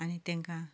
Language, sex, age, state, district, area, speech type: Goan Konkani, female, 45-60, Goa, Canacona, rural, spontaneous